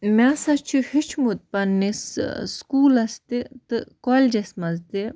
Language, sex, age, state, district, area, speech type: Kashmiri, female, 30-45, Jammu and Kashmir, Baramulla, rural, spontaneous